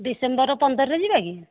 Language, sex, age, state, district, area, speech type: Odia, female, 60+, Odisha, Jharsuguda, rural, conversation